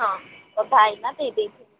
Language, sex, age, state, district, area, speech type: Odia, female, 45-60, Odisha, Sundergarh, rural, conversation